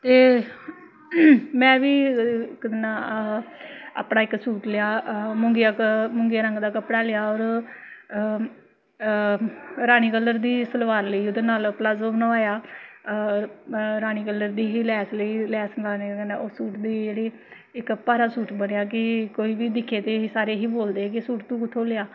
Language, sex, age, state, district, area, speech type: Dogri, female, 30-45, Jammu and Kashmir, Samba, rural, spontaneous